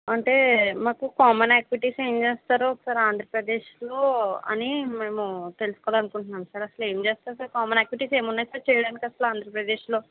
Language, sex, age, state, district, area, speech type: Telugu, female, 30-45, Andhra Pradesh, Kakinada, rural, conversation